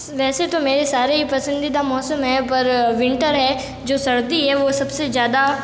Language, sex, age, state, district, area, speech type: Hindi, female, 18-30, Rajasthan, Jodhpur, urban, spontaneous